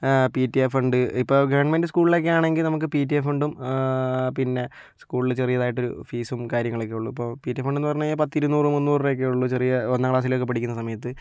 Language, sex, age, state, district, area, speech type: Malayalam, male, 45-60, Kerala, Kozhikode, urban, spontaneous